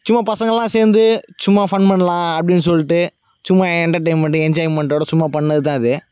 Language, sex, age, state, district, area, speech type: Tamil, male, 18-30, Tamil Nadu, Nagapattinam, rural, spontaneous